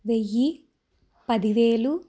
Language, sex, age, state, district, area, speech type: Telugu, female, 18-30, Andhra Pradesh, Guntur, urban, spontaneous